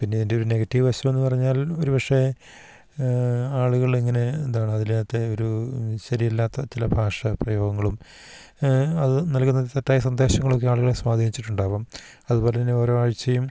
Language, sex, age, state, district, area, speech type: Malayalam, male, 45-60, Kerala, Idukki, rural, spontaneous